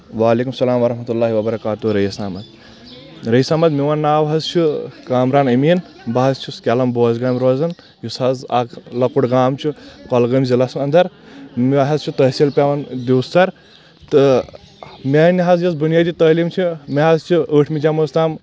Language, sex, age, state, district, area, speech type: Kashmiri, male, 18-30, Jammu and Kashmir, Kulgam, urban, spontaneous